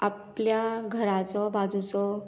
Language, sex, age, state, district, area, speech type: Goan Konkani, female, 30-45, Goa, Canacona, rural, spontaneous